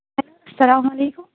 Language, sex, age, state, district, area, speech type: Urdu, female, 30-45, Uttar Pradesh, Lucknow, rural, conversation